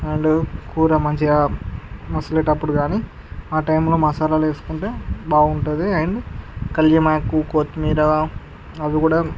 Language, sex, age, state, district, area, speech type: Telugu, male, 18-30, Andhra Pradesh, Visakhapatnam, urban, spontaneous